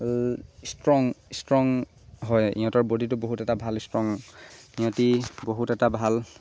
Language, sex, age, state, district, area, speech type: Assamese, male, 18-30, Assam, Lakhimpur, urban, spontaneous